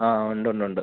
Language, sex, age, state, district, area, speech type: Malayalam, male, 18-30, Kerala, Idukki, rural, conversation